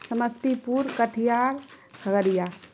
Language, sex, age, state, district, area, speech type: Urdu, female, 30-45, Bihar, Khagaria, rural, spontaneous